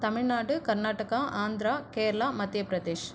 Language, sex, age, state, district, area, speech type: Tamil, female, 30-45, Tamil Nadu, Cuddalore, rural, spontaneous